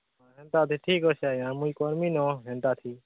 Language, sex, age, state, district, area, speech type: Odia, male, 45-60, Odisha, Nuapada, urban, conversation